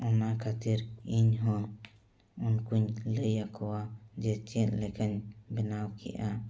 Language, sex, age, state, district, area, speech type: Santali, male, 18-30, Jharkhand, East Singhbhum, rural, spontaneous